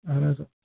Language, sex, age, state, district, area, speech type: Kashmiri, male, 18-30, Jammu and Kashmir, Pulwama, urban, conversation